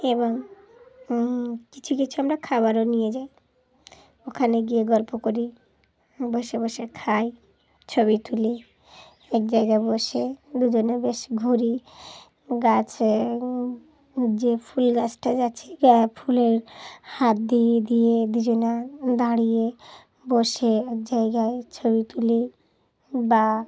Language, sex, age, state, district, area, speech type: Bengali, female, 30-45, West Bengal, Dakshin Dinajpur, urban, spontaneous